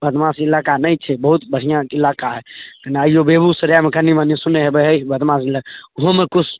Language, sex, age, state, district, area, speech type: Maithili, male, 18-30, Bihar, Samastipur, rural, conversation